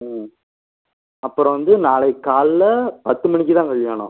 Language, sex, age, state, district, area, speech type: Tamil, male, 18-30, Tamil Nadu, Ariyalur, rural, conversation